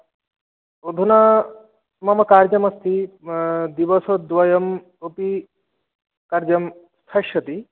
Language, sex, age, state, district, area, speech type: Sanskrit, male, 18-30, West Bengal, Murshidabad, rural, conversation